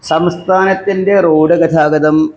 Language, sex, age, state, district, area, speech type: Malayalam, male, 60+, Kerala, Malappuram, rural, spontaneous